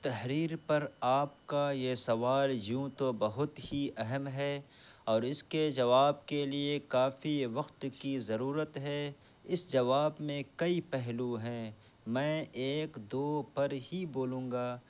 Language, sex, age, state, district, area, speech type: Urdu, male, 30-45, Bihar, Purnia, rural, spontaneous